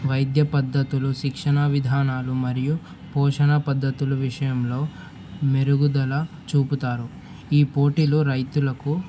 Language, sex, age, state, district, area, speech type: Telugu, male, 18-30, Telangana, Mulugu, urban, spontaneous